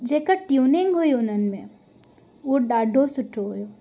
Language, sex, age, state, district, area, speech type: Sindhi, female, 18-30, Gujarat, Surat, urban, spontaneous